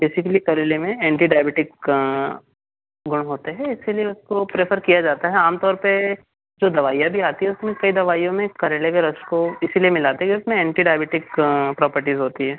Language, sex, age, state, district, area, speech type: Hindi, male, 18-30, Madhya Pradesh, Betul, urban, conversation